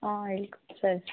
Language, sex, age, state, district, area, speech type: Kannada, female, 18-30, Karnataka, Chamarajanagar, rural, conversation